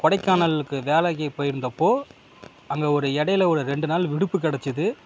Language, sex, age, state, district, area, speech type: Tamil, male, 45-60, Tamil Nadu, Mayiladuthurai, rural, spontaneous